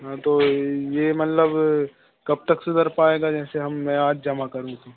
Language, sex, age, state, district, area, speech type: Hindi, male, 18-30, Madhya Pradesh, Hoshangabad, rural, conversation